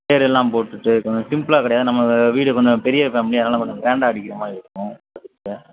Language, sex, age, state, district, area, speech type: Tamil, male, 30-45, Tamil Nadu, Madurai, urban, conversation